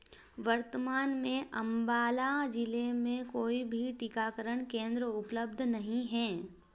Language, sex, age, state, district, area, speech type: Hindi, female, 18-30, Madhya Pradesh, Ujjain, urban, read